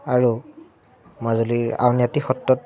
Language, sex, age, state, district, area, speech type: Assamese, male, 18-30, Assam, Majuli, urban, spontaneous